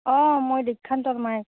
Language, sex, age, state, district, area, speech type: Assamese, female, 30-45, Assam, Barpeta, rural, conversation